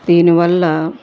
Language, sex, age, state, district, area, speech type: Telugu, female, 45-60, Andhra Pradesh, Bapatla, urban, spontaneous